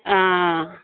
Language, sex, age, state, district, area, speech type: Dogri, female, 30-45, Jammu and Kashmir, Reasi, rural, conversation